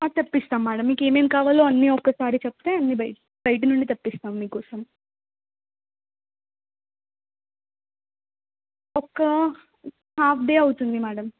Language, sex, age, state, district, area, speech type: Telugu, female, 18-30, Telangana, Jangaon, urban, conversation